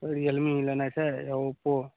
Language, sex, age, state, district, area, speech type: Maithili, male, 18-30, Bihar, Madhepura, rural, conversation